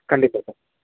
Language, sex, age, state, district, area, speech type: Kannada, male, 30-45, Karnataka, Bangalore Urban, urban, conversation